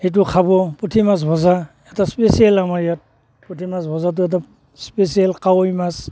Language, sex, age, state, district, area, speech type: Assamese, male, 45-60, Assam, Barpeta, rural, spontaneous